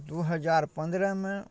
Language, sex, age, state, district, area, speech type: Maithili, male, 30-45, Bihar, Darbhanga, rural, spontaneous